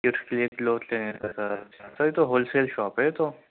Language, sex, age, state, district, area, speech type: Urdu, male, 18-30, Uttar Pradesh, Balrampur, rural, conversation